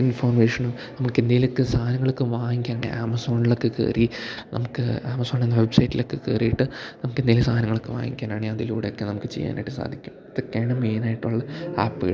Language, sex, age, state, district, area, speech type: Malayalam, male, 18-30, Kerala, Idukki, rural, spontaneous